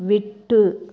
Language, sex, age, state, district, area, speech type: Tamil, female, 45-60, Tamil Nadu, Tirupattur, rural, read